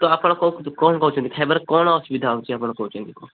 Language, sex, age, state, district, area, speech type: Odia, male, 18-30, Odisha, Balasore, rural, conversation